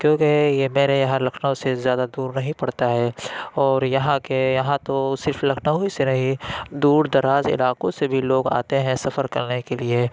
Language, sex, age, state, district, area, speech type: Urdu, male, 30-45, Uttar Pradesh, Lucknow, rural, spontaneous